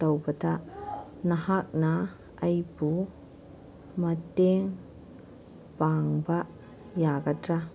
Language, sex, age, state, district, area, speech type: Manipuri, female, 30-45, Manipur, Kangpokpi, urban, read